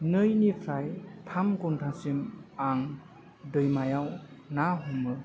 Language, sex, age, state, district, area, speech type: Bodo, male, 18-30, Assam, Chirang, rural, spontaneous